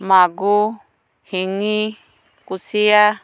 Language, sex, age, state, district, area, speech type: Assamese, female, 45-60, Assam, Dhemaji, rural, spontaneous